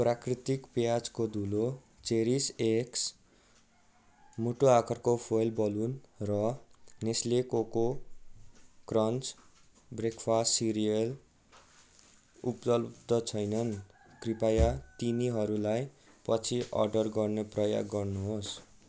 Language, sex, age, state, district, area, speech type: Nepali, male, 45-60, West Bengal, Darjeeling, rural, read